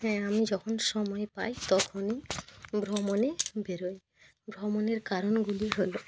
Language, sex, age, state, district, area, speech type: Bengali, female, 18-30, West Bengal, Jalpaiguri, rural, spontaneous